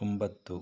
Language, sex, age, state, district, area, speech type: Kannada, male, 60+, Karnataka, Bangalore Rural, rural, read